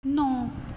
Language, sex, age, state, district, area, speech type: Punjabi, female, 18-30, Punjab, Gurdaspur, rural, read